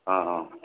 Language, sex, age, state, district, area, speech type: Hindi, male, 60+, Uttar Pradesh, Azamgarh, urban, conversation